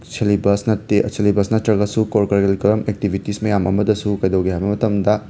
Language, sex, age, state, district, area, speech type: Manipuri, male, 30-45, Manipur, Imphal West, urban, spontaneous